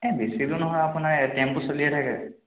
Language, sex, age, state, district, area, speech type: Assamese, male, 18-30, Assam, Sonitpur, rural, conversation